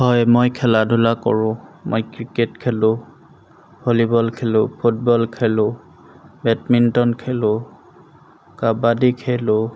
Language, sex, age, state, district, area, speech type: Assamese, male, 30-45, Assam, Majuli, urban, spontaneous